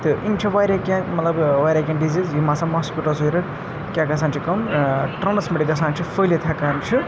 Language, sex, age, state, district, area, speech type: Kashmiri, male, 30-45, Jammu and Kashmir, Kupwara, urban, spontaneous